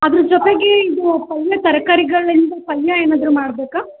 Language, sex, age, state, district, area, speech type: Kannada, female, 18-30, Karnataka, Chitradurga, rural, conversation